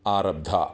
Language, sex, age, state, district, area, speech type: Sanskrit, male, 45-60, Telangana, Ranga Reddy, urban, spontaneous